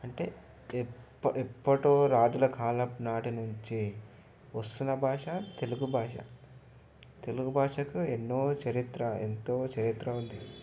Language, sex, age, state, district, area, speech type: Telugu, male, 18-30, Telangana, Ranga Reddy, urban, spontaneous